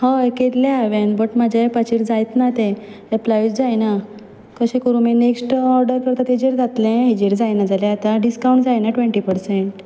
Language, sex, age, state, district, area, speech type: Goan Konkani, female, 30-45, Goa, Ponda, rural, spontaneous